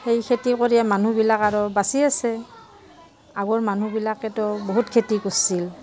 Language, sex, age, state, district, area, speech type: Assamese, female, 45-60, Assam, Barpeta, rural, spontaneous